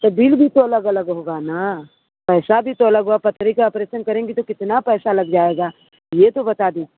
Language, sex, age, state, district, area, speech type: Hindi, female, 30-45, Uttar Pradesh, Mirzapur, rural, conversation